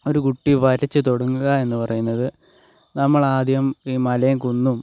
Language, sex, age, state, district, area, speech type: Malayalam, male, 18-30, Kerala, Kottayam, rural, spontaneous